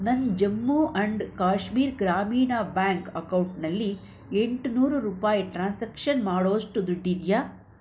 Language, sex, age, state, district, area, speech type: Kannada, female, 45-60, Karnataka, Bangalore Rural, rural, read